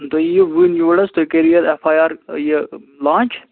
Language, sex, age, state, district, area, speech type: Kashmiri, male, 18-30, Jammu and Kashmir, Anantnag, rural, conversation